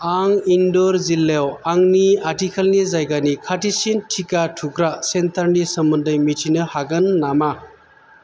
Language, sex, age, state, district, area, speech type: Bodo, male, 45-60, Assam, Chirang, urban, read